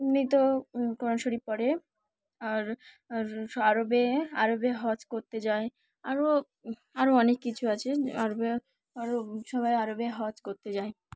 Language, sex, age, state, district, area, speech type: Bengali, female, 18-30, West Bengal, Dakshin Dinajpur, urban, spontaneous